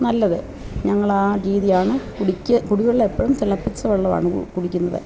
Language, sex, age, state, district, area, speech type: Malayalam, female, 45-60, Kerala, Kottayam, rural, spontaneous